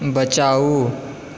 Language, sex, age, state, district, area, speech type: Maithili, male, 18-30, Bihar, Supaul, rural, read